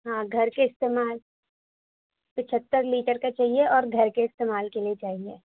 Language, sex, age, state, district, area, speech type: Urdu, female, 18-30, Delhi, North West Delhi, urban, conversation